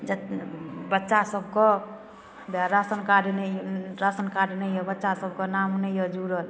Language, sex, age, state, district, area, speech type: Maithili, female, 30-45, Bihar, Darbhanga, rural, spontaneous